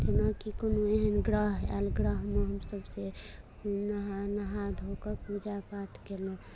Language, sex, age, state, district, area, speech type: Maithili, female, 30-45, Bihar, Darbhanga, urban, spontaneous